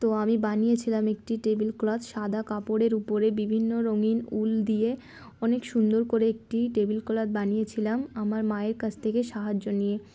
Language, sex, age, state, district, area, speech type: Bengali, female, 18-30, West Bengal, Darjeeling, urban, spontaneous